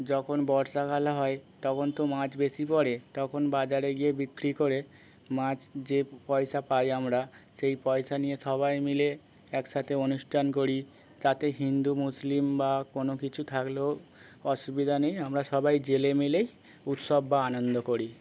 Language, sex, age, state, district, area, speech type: Bengali, male, 30-45, West Bengal, Birbhum, urban, spontaneous